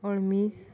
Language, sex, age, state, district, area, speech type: Goan Konkani, female, 18-30, Goa, Murmgao, urban, spontaneous